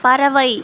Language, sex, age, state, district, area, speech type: Tamil, female, 30-45, Tamil Nadu, Tiruvallur, urban, read